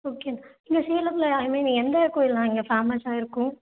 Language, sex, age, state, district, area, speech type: Tamil, female, 18-30, Tamil Nadu, Salem, rural, conversation